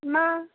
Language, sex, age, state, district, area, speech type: Bengali, female, 45-60, West Bengal, Birbhum, urban, conversation